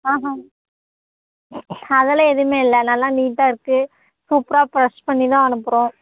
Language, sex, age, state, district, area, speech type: Tamil, female, 18-30, Tamil Nadu, Namakkal, rural, conversation